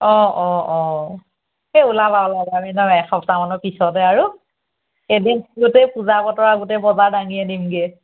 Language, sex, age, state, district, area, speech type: Assamese, female, 45-60, Assam, Golaghat, urban, conversation